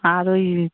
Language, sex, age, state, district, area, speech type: Bengali, female, 60+, West Bengal, Darjeeling, rural, conversation